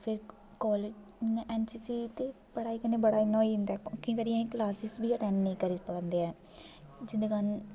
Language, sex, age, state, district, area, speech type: Dogri, female, 18-30, Jammu and Kashmir, Jammu, rural, spontaneous